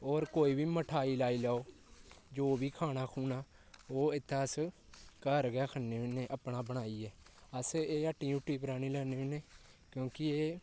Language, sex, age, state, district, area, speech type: Dogri, male, 18-30, Jammu and Kashmir, Kathua, rural, spontaneous